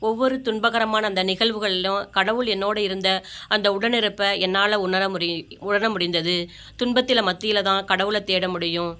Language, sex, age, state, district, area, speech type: Tamil, female, 45-60, Tamil Nadu, Ariyalur, rural, spontaneous